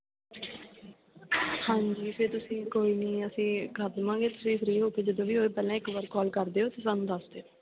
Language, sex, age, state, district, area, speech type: Punjabi, female, 18-30, Punjab, Fatehgarh Sahib, rural, conversation